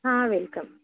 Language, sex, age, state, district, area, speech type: Marathi, female, 45-60, Maharashtra, Ratnagiri, rural, conversation